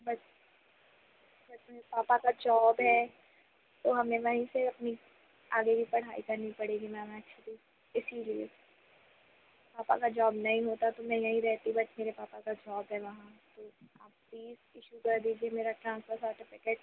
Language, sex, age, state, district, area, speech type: Hindi, female, 18-30, Madhya Pradesh, Jabalpur, urban, conversation